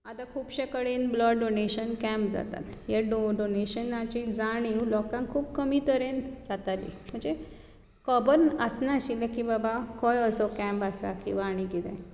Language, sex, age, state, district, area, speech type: Goan Konkani, female, 45-60, Goa, Bardez, urban, spontaneous